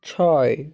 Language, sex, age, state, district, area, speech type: Bengali, male, 45-60, West Bengal, Bankura, urban, read